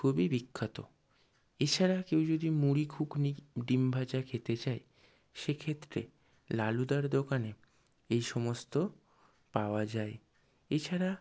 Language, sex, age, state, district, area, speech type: Bengali, male, 30-45, West Bengal, Howrah, urban, spontaneous